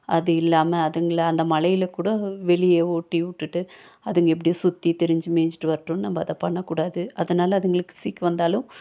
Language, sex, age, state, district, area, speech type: Tamil, female, 45-60, Tamil Nadu, Nilgiris, urban, spontaneous